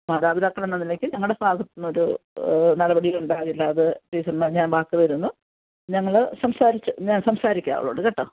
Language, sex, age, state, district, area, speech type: Malayalam, female, 45-60, Kerala, Alappuzha, rural, conversation